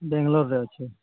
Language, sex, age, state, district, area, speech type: Odia, male, 45-60, Odisha, Nuapada, urban, conversation